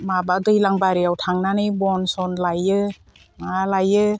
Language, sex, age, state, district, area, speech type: Bodo, female, 45-60, Assam, Udalguri, rural, spontaneous